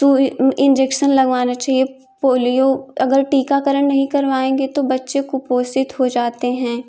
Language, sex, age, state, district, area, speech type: Hindi, female, 18-30, Uttar Pradesh, Jaunpur, urban, spontaneous